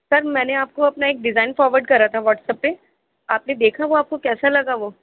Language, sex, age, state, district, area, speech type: Urdu, female, 30-45, Delhi, Central Delhi, urban, conversation